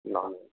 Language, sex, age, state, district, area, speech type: Telugu, male, 18-30, Andhra Pradesh, N T Rama Rao, urban, conversation